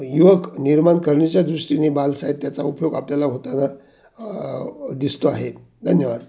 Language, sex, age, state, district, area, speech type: Marathi, male, 60+, Maharashtra, Ahmednagar, urban, spontaneous